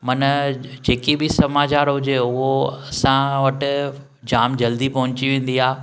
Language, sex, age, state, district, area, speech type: Sindhi, male, 30-45, Maharashtra, Thane, urban, spontaneous